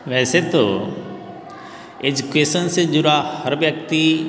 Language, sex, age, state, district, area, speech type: Hindi, male, 18-30, Bihar, Darbhanga, rural, spontaneous